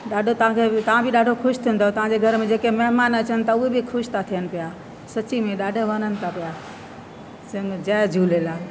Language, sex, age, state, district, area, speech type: Sindhi, female, 60+, Delhi, South Delhi, rural, spontaneous